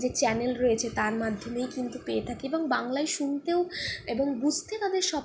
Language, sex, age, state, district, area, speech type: Bengali, female, 45-60, West Bengal, Purulia, urban, spontaneous